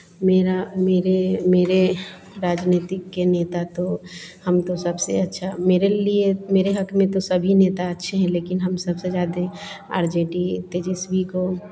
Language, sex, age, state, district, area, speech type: Hindi, female, 45-60, Bihar, Vaishali, urban, spontaneous